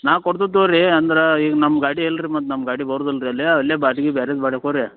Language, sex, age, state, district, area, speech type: Kannada, male, 30-45, Karnataka, Belgaum, rural, conversation